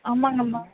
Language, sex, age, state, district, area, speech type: Tamil, female, 18-30, Tamil Nadu, Madurai, urban, conversation